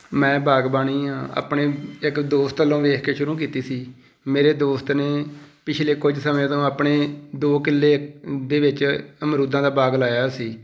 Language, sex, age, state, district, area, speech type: Punjabi, male, 45-60, Punjab, Tarn Taran, rural, spontaneous